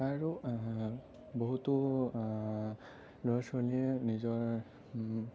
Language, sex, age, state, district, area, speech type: Assamese, male, 30-45, Assam, Sonitpur, urban, spontaneous